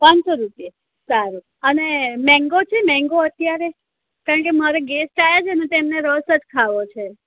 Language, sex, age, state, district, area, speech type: Gujarati, female, 30-45, Gujarat, Kheda, rural, conversation